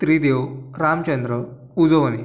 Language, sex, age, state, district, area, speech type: Marathi, male, 45-60, Maharashtra, Yavatmal, rural, spontaneous